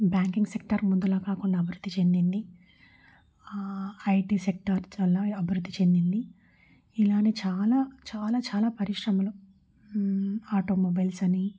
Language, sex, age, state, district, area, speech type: Telugu, female, 30-45, Telangana, Warangal, urban, spontaneous